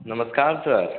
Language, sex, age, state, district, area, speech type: Hindi, male, 18-30, Bihar, Samastipur, rural, conversation